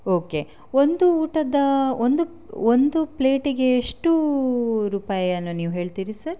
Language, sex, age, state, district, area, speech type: Kannada, female, 30-45, Karnataka, Chitradurga, rural, spontaneous